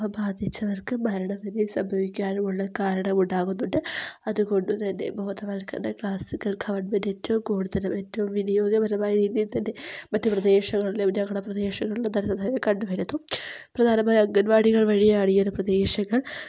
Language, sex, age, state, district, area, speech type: Malayalam, female, 18-30, Kerala, Wayanad, rural, spontaneous